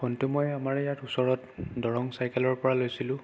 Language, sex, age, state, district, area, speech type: Assamese, male, 30-45, Assam, Sonitpur, rural, spontaneous